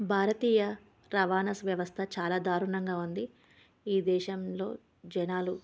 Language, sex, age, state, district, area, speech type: Telugu, female, 18-30, Andhra Pradesh, Krishna, urban, spontaneous